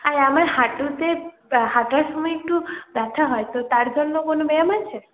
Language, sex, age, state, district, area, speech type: Bengali, female, 45-60, West Bengal, Purulia, urban, conversation